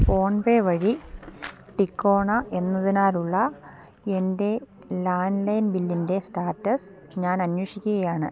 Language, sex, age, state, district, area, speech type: Malayalam, female, 45-60, Kerala, Idukki, rural, read